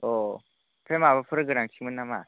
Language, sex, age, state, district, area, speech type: Bodo, male, 30-45, Assam, Chirang, rural, conversation